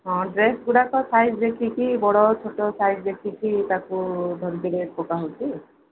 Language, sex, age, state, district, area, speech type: Odia, female, 45-60, Odisha, Koraput, urban, conversation